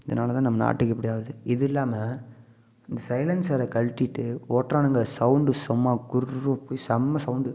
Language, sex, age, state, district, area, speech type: Tamil, male, 18-30, Tamil Nadu, Namakkal, urban, spontaneous